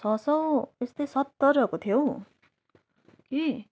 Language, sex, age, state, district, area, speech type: Nepali, female, 30-45, West Bengal, Darjeeling, rural, spontaneous